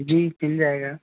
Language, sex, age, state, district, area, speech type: Urdu, male, 60+, Delhi, North East Delhi, urban, conversation